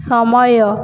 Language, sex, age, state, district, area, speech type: Odia, female, 18-30, Odisha, Balangir, urban, read